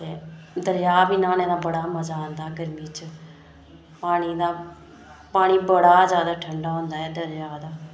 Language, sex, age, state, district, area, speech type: Dogri, female, 30-45, Jammu and Kashmir, Reasi, rural, spontaneous